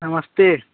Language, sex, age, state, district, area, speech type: Hindi, male, 18-30, Uttar Pradesh, Sonbhadra, rural, conversation